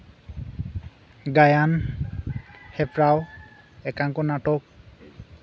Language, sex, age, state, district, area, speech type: Santali, male, 18-30, West Bengal, Bankura, rural, spontaneous